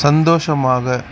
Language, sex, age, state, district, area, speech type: Tamil, male, 60+, Tamil Nadu, Mayiladuthurai, rural, read